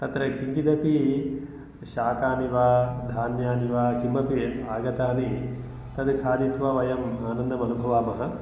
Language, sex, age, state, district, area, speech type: Sanskrit, male, 45-60, Telangana, Mahbubnagar, rural, spontaneous